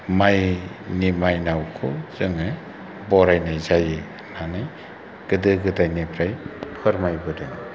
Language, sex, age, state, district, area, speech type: Bodo, male, 45-60, Assam, Chirang, rural, spontaneous